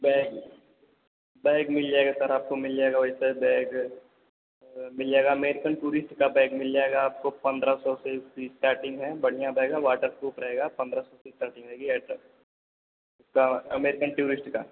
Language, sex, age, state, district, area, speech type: Hindi, male, 18-30, Uttar Pradesh, Azamgarh, rural, conversation